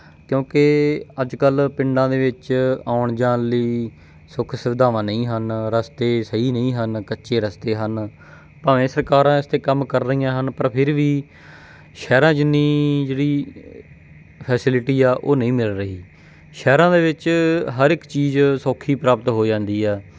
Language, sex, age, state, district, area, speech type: Punjabi, male, 30-45, Punjab, Bathinda, rural, spontaneous